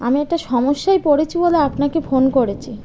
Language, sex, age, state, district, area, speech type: Bengali, female, 18-30, West Bengal, Birbhum, urban, spontaneous